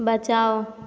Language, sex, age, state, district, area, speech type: Hindi, female, 18-30, Bihar, Vaishali, rural, read